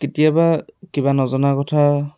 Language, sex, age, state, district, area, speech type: Assamese, male, 18-30, Assam, Lakhimpur, rural, spontaneous